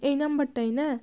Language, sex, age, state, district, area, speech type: Bengali, female, 45-60, West Bengal, Jalpaiguri, rural, spontaneous